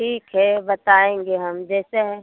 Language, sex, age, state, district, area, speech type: Hindi, female, 18-30, Uttar Pradesh, Prayagraj, rural, conversation